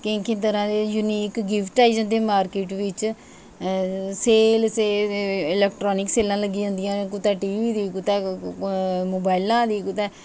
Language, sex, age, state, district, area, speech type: Dogri, female, 45-60, Jammu and Kashmir, Jammu, urban, spontaneous